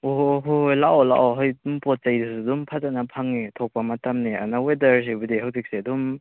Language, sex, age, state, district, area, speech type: Manipuri, male, 18-30, Manipur, Kakching, rural, conversation